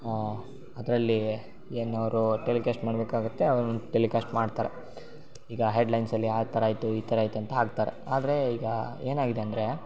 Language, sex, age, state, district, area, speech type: Kannada, male, 18-30, Karnataka, Shimoga, rural, spontaneous